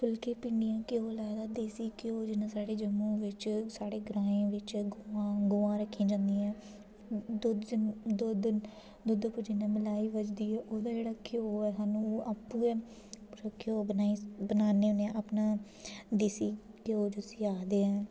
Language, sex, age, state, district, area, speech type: Dogri, female, 18-30, Jammu and Kashmir, Jammu, rural, spontaneous